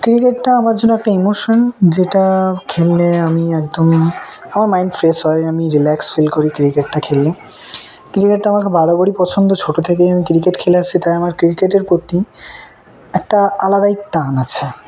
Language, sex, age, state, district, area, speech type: Bengali, male, 18-30, West Bengal, Murshidabad, urban, spontaneous